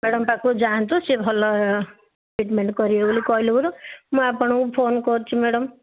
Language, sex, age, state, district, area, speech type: Odia, female, 45-60, Odisha, Ganjam, urban, conversation